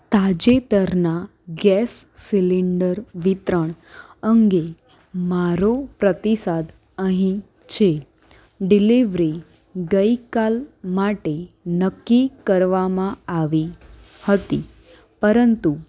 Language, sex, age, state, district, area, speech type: Gujarati, female, 18-30, Gujarat, Anand, urban, read